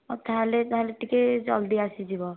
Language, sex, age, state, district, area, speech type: Odia, female, 30-45, Odisha, Nayagarh, rural, conversation